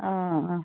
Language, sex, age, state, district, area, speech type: Assamese, female, 45-60, Assam, Charaideo, urban, conversation